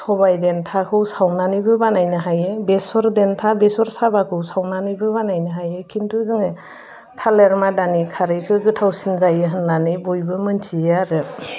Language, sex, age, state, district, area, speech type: Bodo, female, 30-45, Assam, Udalguri, urban, spontaneous